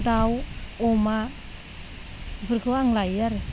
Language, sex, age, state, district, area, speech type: Bodo, female, 45-60, Assam, Udalguri, rural, spontaneous